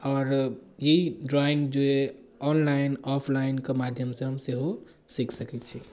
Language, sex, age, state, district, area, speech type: Maithili, male, 18-30, Bihar, Darbhanga, rural, spontaneous